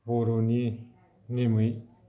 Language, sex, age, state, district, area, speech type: Bodo, male, 45-60, Assam, Baksa, rural, spontaneous